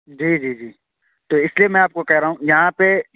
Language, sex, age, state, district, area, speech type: Urdu, male, 30-45, Uttar Pradesh, Lucknow, rural, conversation